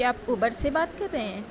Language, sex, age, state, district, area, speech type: Urdu, female, 18-30, Uttar Pradesh, Mau, urban, spontaneous